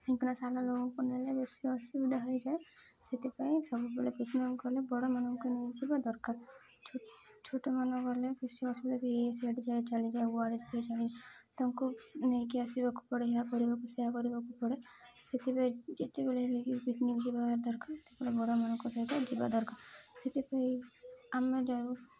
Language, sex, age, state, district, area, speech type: Odia, female, 18-30, Odisha, Malkangiri, urban, spontaneous